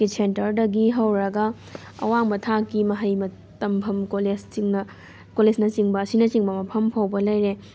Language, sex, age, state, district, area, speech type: Manipuri, female, 18-30, Manipur, Thoubal, rural, spontaneous